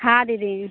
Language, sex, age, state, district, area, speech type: Hindi, female, 45-60, Uttar Pradesh, Mirzapur, rural, conversation